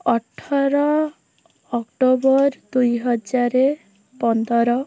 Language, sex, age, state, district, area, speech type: Odia, female, 18-30, Odisha, Bhadrak, rural, spontaneous